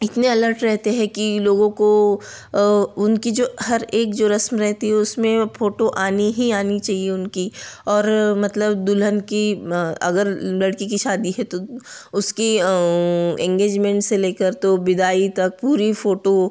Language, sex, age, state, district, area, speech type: Hindi, female, 30-45, Madhya Pradesh, Betul, urban, spontaneous